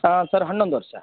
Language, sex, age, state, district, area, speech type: Kannada, male, 30-45, Karnataka, Dharwad, rural, conversation